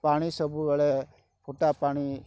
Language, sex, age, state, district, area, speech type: Odia, male, 30-45, Odisha, Rayagada, rural, spontaneous